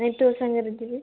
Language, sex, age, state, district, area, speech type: Odia, female, 30-45, Odisha, Cuttack, urban, conversation